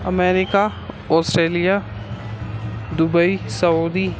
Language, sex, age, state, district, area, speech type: Urdu, male, 18-30, Uttar Pradesh, Gautam Buddha Nagar, rural, spontaneous